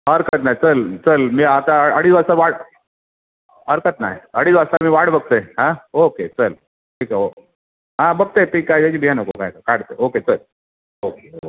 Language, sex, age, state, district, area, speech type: Marathi, male, 45-60, Maharashtra, Sindhudurg, rural, conversation